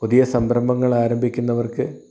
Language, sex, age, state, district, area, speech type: Malayalam, male, 30-45, Kerala, Wayanad, rural, spontaneous